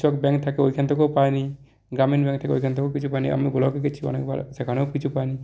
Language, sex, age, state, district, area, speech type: Bengali, male, 45-60, West Bengal, Purulia, rural, spontaneous